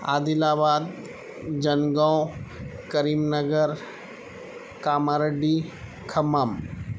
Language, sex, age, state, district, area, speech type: Urdu, male, 30-45, Telangana, Hyderabad, urban, spontaneous